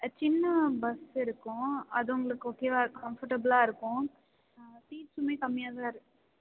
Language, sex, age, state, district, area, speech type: Tamil, female, 18-30, Tamil Nadu, Karur, rural, conversation